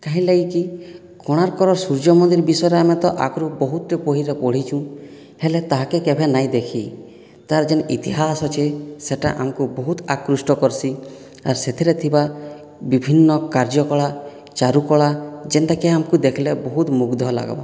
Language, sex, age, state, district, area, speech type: Odia, male, 45-60, Odisha, Boudh, rural, spontaneous